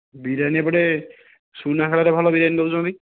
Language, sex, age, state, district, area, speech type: Odia, male, 18-30, Odisha, Nayagarh, rural, conversation